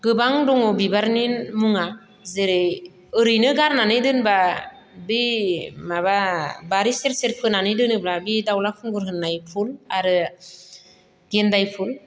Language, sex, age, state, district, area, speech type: Bodo, female, 45-60, Assam, Baksa, rural, spontaneous